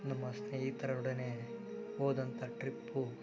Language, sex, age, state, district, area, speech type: Kannada, male, 30-45, Karnataka, Chikkaballapur, rural, spontaneous